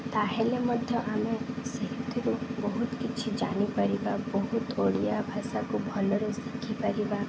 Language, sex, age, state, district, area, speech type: Odia, female, 18-30, Odisha, Malkangiri, urban, spontaneous